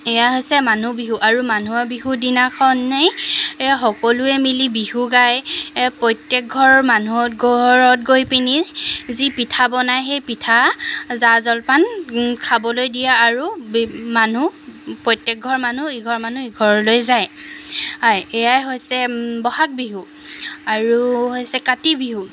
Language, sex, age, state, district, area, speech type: Assamese, female, 30-45, Assam, Jorhat, urban, spontaneous